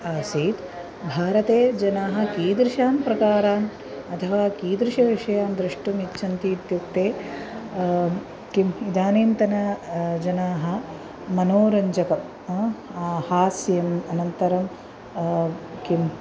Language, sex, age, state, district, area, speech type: Sanskrit, female, 30-45, Kerala, Ernakulam, urban, spontaneous